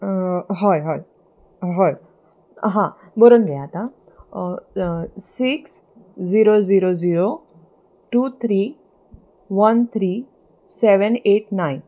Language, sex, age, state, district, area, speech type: Goan Konkani, female, 30-45, Goa, Salcete, urban, spontaneous